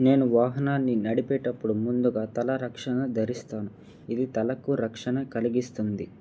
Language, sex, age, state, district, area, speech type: Telugu, male, 18-30, Andhra Pradesh, Nandyal, urban, spontaneous